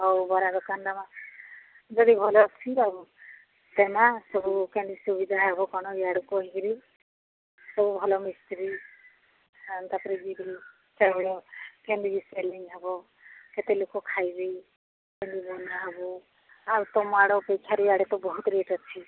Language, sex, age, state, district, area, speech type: Odia, female, 45-60, Odisha, Sambalpur, rural, conversation